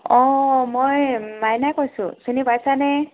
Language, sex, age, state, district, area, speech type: Assamese, female, 30-45, Assam, Tinsukia, urban, conversation